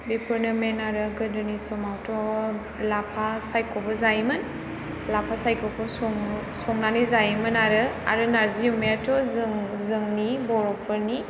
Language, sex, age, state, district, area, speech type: Bodo, female, 18-30, Assam, Chirang, urban, spontaneous